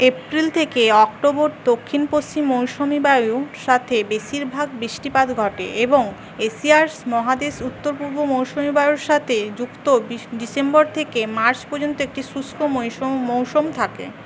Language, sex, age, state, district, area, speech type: Bengali, female, 18-30, West Bengal, Paschim Medinipur, rural, read